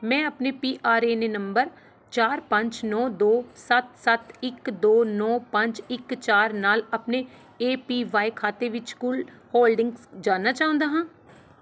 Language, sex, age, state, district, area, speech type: Punjabi, female, 30-45, Punjab, Pathankot, urban, read